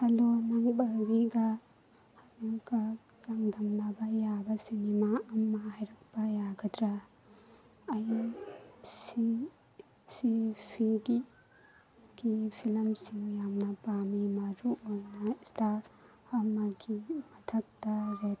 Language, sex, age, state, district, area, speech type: Manipuri, female, 18-30, Manipur, Churachandpur, urban, read